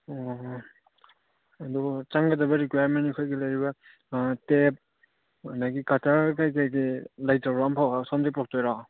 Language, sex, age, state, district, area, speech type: Manipuri, male, 30-45, Manipur, Churachandpur, rural, conversation